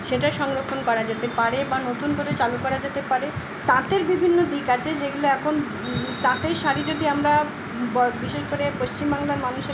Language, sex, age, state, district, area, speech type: Bengali, female, 60+, West Bengal, Purba Bardhaman, urban, spontaneous